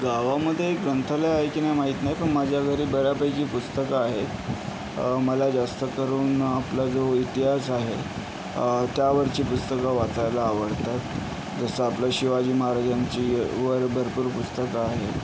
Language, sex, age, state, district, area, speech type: Marathi, male, 30-45, Maharashtra, Yavatmal, urban, spontaneous